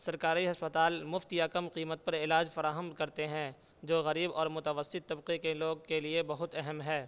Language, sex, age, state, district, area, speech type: Urdu, male, 18-30, Uttar Pradesh, Saharanpur, urban, spontaneous